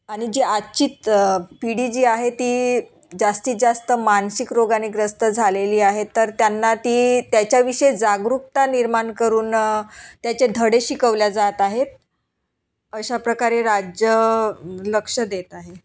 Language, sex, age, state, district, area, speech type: Marathi, female, 30-45, Maharashtra, Nagpur, urban, spontaneous